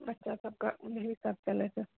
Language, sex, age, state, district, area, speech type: Maithili, female, 18-30, Bihar, Purnia, rural, conversation